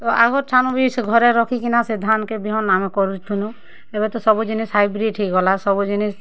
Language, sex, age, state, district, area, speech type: Odia, female, 30-45, Odisha, Kalahandi, rural, spontaneous